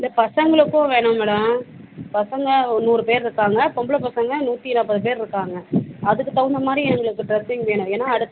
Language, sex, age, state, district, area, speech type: Tamil, female, 45-60, Tamil Nadu, Perambalur, rural, conversation